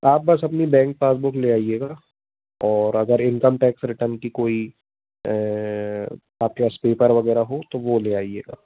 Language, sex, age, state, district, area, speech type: Hindi, male, 30-45, Madhya Pradesh, Jabalpur, urban, conversation